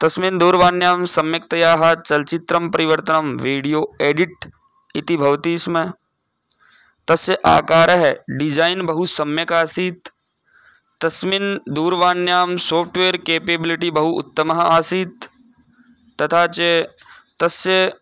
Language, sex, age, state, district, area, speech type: Sanskrit, male, 18-30, Rajasthan, Jaipur, rural, spontaneous